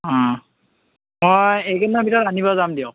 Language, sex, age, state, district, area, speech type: Assamese, male, 18-30, Assam, Morigaon, rural, conversation